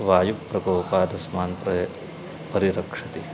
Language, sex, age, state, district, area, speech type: Sanskrit, male, 30-45, Karnataka, Uttara Kannada, urban, spontaneous